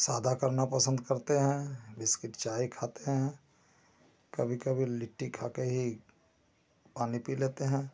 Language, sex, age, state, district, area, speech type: Hindi, male, 45-60, Bihar, Samastipur, rural, spontaneous